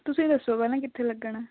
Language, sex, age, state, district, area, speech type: Punjabi, female, 18-30, Punjab, Fatehgarh Sahib, rural, conversation